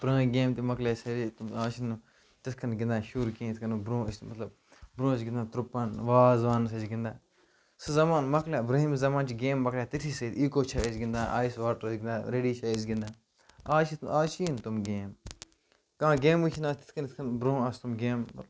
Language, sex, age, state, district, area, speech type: Kashmiri, male, 30-45, Jammu and Kashmir, Bandipora, rural, spontaneous